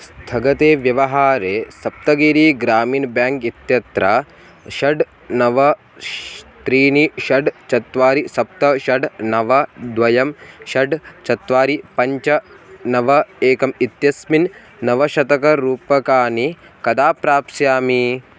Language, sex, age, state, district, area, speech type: Sanskrit, male, 18-30, Maharashtra, Kolhapur, rural, read